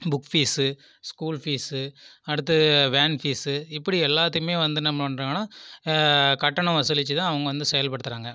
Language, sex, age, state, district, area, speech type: Tamil, male, 30-45, Tamil Nadu, Viluppuram, rural, spontaneous